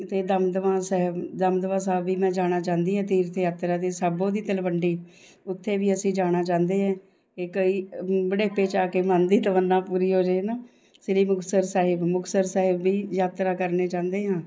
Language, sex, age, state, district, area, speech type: Punjabi, female, 45-60, Punjab, Mohali, urban, spontaneous